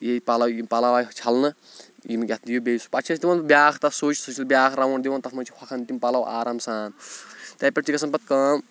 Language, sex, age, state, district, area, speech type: Kashmiri, male, 18-30, Jammu and Kashmir, Shopian, rural, spontaneous